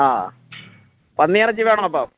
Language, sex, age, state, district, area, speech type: Malayalam, male, 45-60, Kerala, Alappuzha, rural, conversation